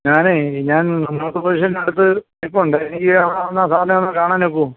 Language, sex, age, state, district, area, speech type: Malayalam, male, 45-60, Kerala, Alappuzha, urban, conversation